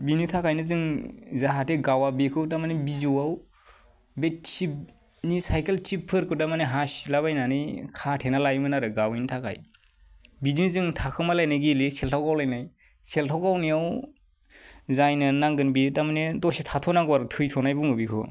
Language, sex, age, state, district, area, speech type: Bodo, male, 18-30, Assam, Baksa, rural, spontaneous